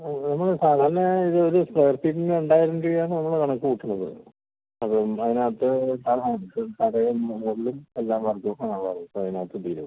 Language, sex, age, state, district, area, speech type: Malayalam, male, 60+, Kerala, Malappuram, rural, conversation